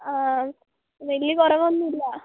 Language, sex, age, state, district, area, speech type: Malayalam, female, 18-30, Kerala, Wayanad, rural, conversation